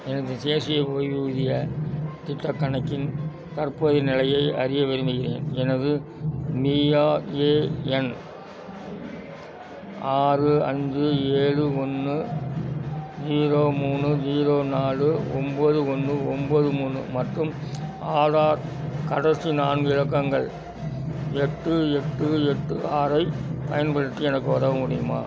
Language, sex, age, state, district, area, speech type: Tamil, male, 60+, Tamil Nadu, Thanjavur, rural, read